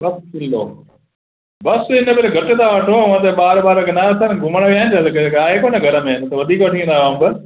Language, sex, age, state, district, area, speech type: Sindhi, male, 60+, Gujarat, Kutch, rural, conversation